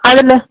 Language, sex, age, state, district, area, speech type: Tamil, female, 30-45, Tamil Nadu, Erode, rural, conversation